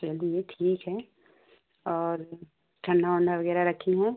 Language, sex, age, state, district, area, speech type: Hindi, female, 18-30, Uttar Pradesh, Ghazipur, rural, conversation